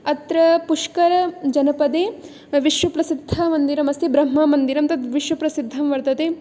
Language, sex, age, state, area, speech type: Sanskrit, female, 18-30, Rajasthan, urban, spontaneous